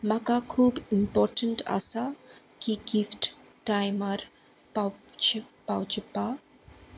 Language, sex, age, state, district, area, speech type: Goan Konkani, female, 30-45, Goa, Salcete, rural, spontaneous